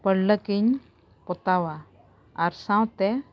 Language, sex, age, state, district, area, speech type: Santali, female, 45-60, Jharkhand, Bokaro, rural, spontaneous